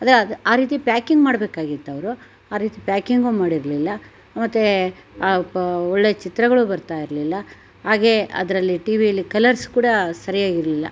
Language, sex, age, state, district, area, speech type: Kannada, female, 60+, Karnataka, Chitradurga, rural, spontaneous